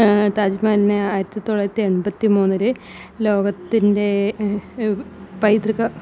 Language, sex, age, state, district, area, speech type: Malayalam, female, 30-45, Kerala, Kasaragod, rural, spontaneous